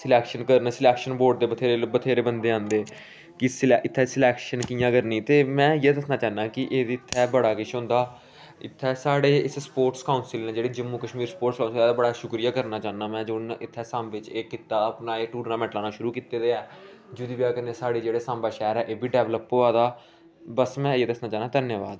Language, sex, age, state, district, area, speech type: Dogri, male, 18-30, Jammu and Kashmir, Samba, rural, spontaneous